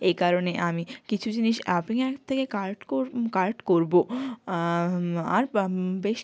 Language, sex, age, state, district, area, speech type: Bengali, female, 18-30, West Bengal, Jalpaiguri, rural, spontaneous